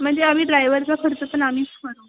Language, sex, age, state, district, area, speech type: Marathi, female, 18-30, Maharashtra, Ratnagiri, rural, conversation